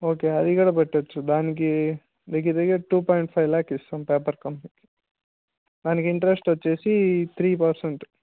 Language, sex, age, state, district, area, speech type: Telugu, male, 18-30, Andhra Pradesh, Annamaya, rural, conversation